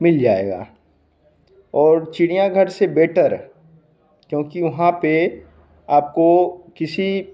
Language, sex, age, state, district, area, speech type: Hindi, male, 30-45, Bihar, Begusarai, rural, spontaneous